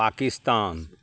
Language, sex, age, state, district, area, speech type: Maithili, male, 60+, Bihar, Araria, rural, spontaneous